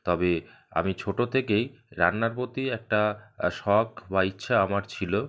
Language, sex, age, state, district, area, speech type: Bengali, male, 30-45, West Bengal, South 24 Parganas, rural, spontaneous